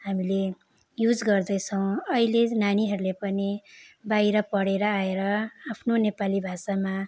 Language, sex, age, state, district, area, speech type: Nepali, female, 30-45, West Bengal, Darjeeling, rural, spontaneous